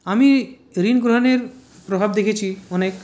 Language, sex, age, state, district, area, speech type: Bengali, male, 30-45, West Bengal, Purulia, rural, spontaneous